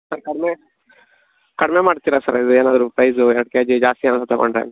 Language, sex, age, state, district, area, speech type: Kannada, male, 60+, Karnataka, Tumkur, rural, conversation